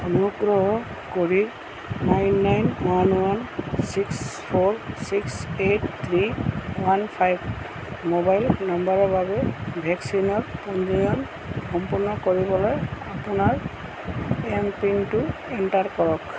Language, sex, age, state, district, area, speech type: Assamese, female, 45-60, Assam, Tinsukia, rural, read